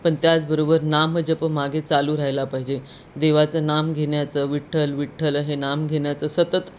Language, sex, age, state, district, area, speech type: Marathi, female, 30-45, Maharashtra, Nanded, urban, spontaneous